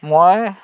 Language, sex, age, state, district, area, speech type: Assamese, male, 60+, Assam, Dhemaji, rural, spontaneous